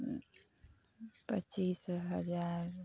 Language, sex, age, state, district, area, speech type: Maithili, female, 30-45, Bihar, Sitamarhi, urban, spontaneous